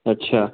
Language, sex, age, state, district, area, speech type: Hindi, male, 18-30, Bihar, Begusarai, rural, conversation